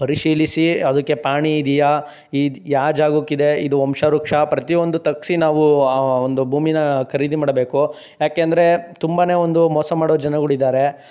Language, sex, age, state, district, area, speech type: Kannada, male, 18-30, Karnataka, Chikkaballapur, rural, spontaneous